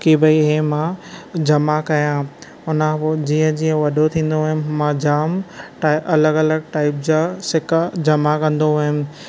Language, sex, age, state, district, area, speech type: Sindhi, male, 18-30, Maharashtra, Thane, urban, spontaneous